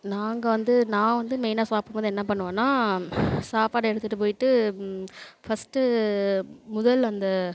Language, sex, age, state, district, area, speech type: Tamil, female, 30-45, Tamil Nadu, Thanjavur, rural, spontaneous